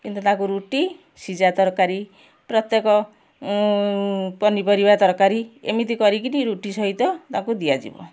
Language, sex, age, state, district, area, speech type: Odia, female, 45-60, Odisha, Kendujhar, urban, spontaneous